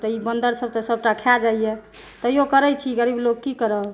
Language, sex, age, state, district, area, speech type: Maithili, female, 60+, Bihar, Saharsa, rural, spontaneous